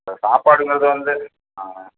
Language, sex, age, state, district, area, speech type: Tamil, female, 30-45, Tamil Nadu, Tiruvarur, urban, conversation